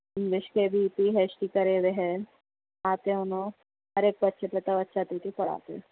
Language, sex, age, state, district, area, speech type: Urdu, female, 30-45, Telangana, Hyderabad, urban, conversation